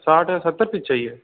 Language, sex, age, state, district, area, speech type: Hindi, male, 18-30, Uttar Pradesh, Bhadohi, urban, conversation